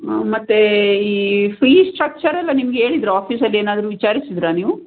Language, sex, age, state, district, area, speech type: Kannada, female, 45-60, Karnataka, Tumkur, urban, conversation